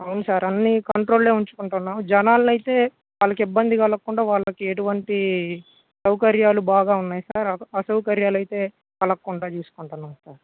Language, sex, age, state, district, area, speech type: Telugu, male, 18-30, Andhra Pradesh, Guntur, urban, conversation